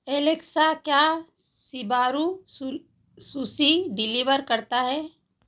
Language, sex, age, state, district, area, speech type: Hindi, female, 45-60, Madhya Pradesh, Ujjain, urban, read